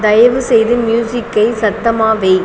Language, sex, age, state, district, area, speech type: Tamil, female, 30-45, Tamil Nadu, Pudukkottai, rural, read